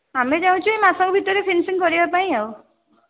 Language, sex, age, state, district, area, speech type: Odia, female, 30-45, Odisha, Bhadrak, rural, conversation